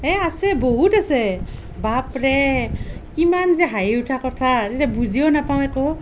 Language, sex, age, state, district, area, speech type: Assamese, female, 45-60, Assam, Nalbari, rural, spontaneous